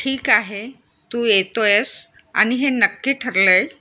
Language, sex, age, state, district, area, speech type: Marathi, female, 60+, Maharashtra, Nagpur, urban, read